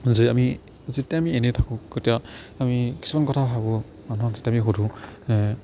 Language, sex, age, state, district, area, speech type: Assamese, male, 45-60, Assam, Morigaon, rural, spontaneous